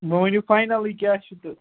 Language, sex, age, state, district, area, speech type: Kashmiri, male, 30-45, Jammu and Kashmir, Ganderbal, rural, conversation